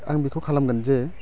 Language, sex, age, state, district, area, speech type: Bodo, male, 18-30, Assam, Chirang, rural, spontaneous